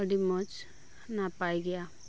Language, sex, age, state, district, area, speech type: Santali, female, 30-45, West Bengal, Birbhum, rural, spontaneous